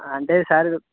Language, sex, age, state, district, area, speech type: Telugu, male, 18-30, Telangana, Karimnagar, rural, conversation